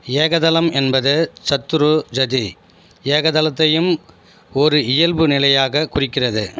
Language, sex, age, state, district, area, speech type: Tamil, male, 45-60, Tamil Nadu, Viluppuram, rural, read